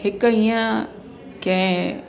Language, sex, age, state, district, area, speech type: Sindhi, female, 45-60, Uttar Pradesh, Lucknow, urban, spontaneous